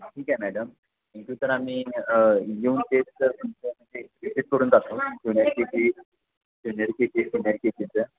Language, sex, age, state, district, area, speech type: Marathi, male, 18-30, Maharashtra, Kolhapur, urban, conversation